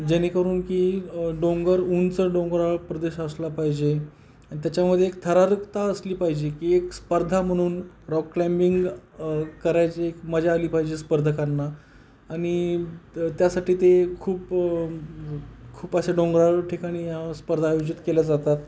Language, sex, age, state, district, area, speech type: Marathi, male, 30-45, Maharashtra, Beed, rural, spontaneous